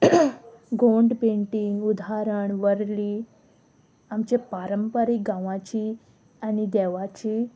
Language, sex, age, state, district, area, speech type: Goan Konkani, female, 18-30, Goa, Salcete, rural, spontaneous